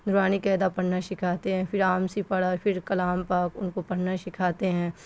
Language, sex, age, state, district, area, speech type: Urdu, female, 45-60, Bihar, Khagaria, rural, spontaneous